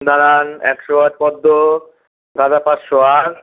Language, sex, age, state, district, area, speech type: Bengali, male, 30-45, West Bengal, Paschim Bardhaman, urban, conversation